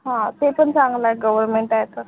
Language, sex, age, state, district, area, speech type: Marathi, female, 30-45, Maharashtra, Amravati, rural, conversation